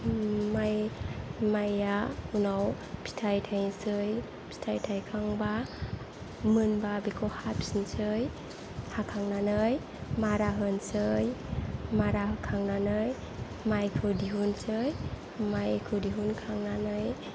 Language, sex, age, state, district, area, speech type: Bodo, female, 18-30, Assam, Kokrajhar, rural, spontaneous